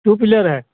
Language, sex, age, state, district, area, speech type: Urdu, male, 60+, Bihar, Gaya, rural, conversation